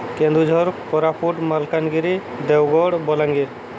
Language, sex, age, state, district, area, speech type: Odia, male, 18-30, Odisha, Subarnapur, urban, spontaneous